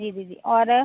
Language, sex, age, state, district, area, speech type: Hindi, female, 30-45, Madhya Pradesh, Seoni, urban, conversation